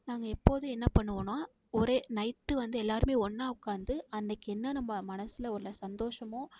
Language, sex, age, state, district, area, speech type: Tamil, female, 18-30, Tamil Nadu, Mayiladuthurai, urban, spontaneous